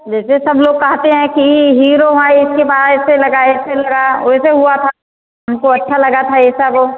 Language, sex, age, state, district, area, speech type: Hindi, female, 45-60, Uttar Pradesh, Ayodhya, rural, conversation